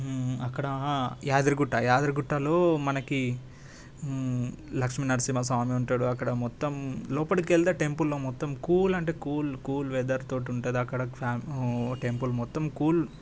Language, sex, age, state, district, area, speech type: Telugu, male, 18-30, Telangana, Hyderabad, urban, spontaneous